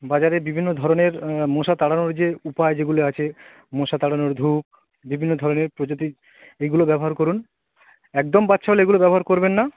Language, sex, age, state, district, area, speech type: Bengali, male, 45-60, West Bengal, North 24 Parganas, urban, conversation